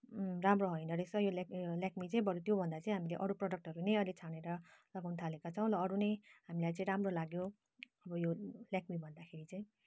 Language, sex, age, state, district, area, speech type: Nepali, female, 18-30, West Bengal, Kalimpong, rural, spontaneous